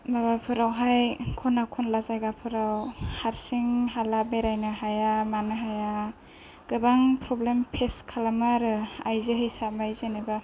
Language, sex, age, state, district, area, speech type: Bodo, female, 18-30, Assam, Kokrajhar, rural, spontaneous